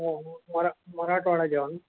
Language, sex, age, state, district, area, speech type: Marathi, male, 60+, Maharashtra, Nanded, urban, conversation